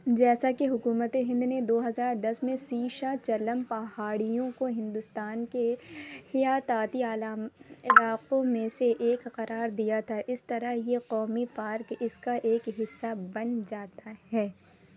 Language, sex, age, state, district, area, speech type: Urdu, female, 30-45, Uttar Pradesh, Lucknow, rural, read